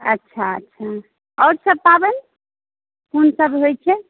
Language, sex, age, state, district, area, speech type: Maithili, female, 18-30, Bihar, Saharsa, rural, conversation